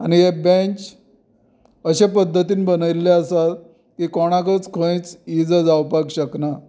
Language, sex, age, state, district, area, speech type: Goan Konkani, male, 45-60, Goa, Canacona, rural, spontaneous